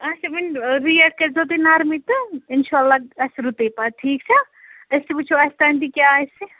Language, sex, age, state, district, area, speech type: Kashmiri, female, 30-45, Jammu and Kashmir, Ganderbal, rural, conversation